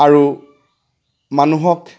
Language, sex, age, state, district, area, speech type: Assamese, male, 45-60, Assam, Golaghat, urban, spontaneous